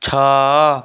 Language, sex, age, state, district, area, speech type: Odia, male, 18-30, Odisha, Nayagarh, rural, read